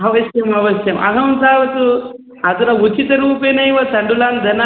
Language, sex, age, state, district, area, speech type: Sanskrit, male, 30-45, Telangana, Medak, rural, conversation